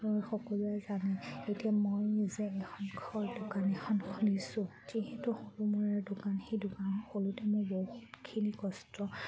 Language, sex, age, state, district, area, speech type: Assamese, female, 45-60, Assam, Charaideo, rural, spontaneous